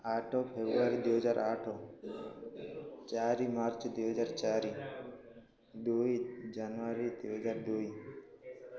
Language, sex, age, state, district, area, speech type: Odia, male, 18-30, Odisha, Koraput, urban, spontaneous